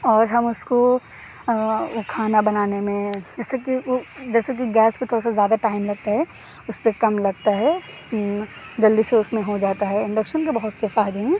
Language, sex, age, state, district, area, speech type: Urdu, female, 18-30, Uttar Pradesh, Aligarh, urban, spontaneous